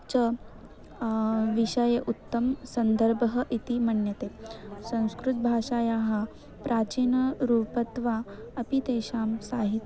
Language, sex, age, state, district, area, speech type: Sanskrit, female, 18-30, Maharashtra, Wardha, urban, spontaneous